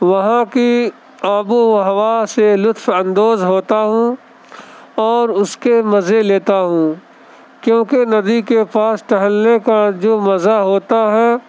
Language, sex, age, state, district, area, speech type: Urdu, male, 18-30, Delhi, Central Delhi, urban, spontaneous